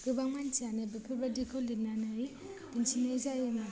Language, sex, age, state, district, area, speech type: Bodo, female, 18-30, Assam, Kokrajhar, rural, spontaneous